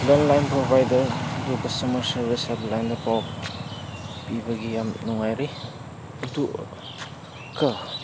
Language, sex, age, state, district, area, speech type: Manipuri, male, 30-45, Manipur, Ukhrul, urban, spontaneous